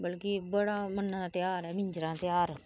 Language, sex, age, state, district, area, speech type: Dogri, female, 30-45, Jammu and Kashmir, Reasi, rural, spontaneous